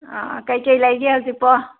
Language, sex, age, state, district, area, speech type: Manipuri, female, 45-60, Manipur, Tengnoupal, rural, conversation